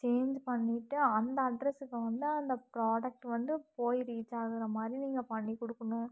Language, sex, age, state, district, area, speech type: Tamil, female, 18-30, Tamil Nadu, Coimbatore, rural, spontaneous